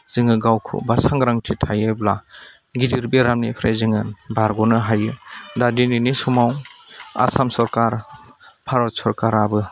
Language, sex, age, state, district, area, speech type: Bodo, male, 30-45, Assam, Udalguri, rural, spontaneous